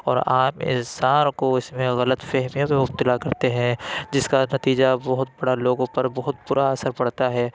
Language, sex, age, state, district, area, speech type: Urdu, male, 30-45, Uttar Pradesh, Lucknow, rural, spontaneous